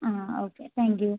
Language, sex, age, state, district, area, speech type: Malayalam, female, 18-30, Kerala, Thiruvananthapuram, rural, conversation